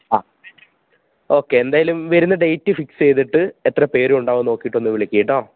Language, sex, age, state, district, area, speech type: Malayalam, male, 45-60, Kerala, Wayanad, rural, conversation